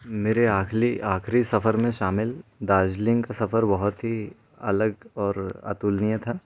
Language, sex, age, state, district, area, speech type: Hindi, male, 18-30, Madhya Pradesh, Bhopal, urban, spontaneous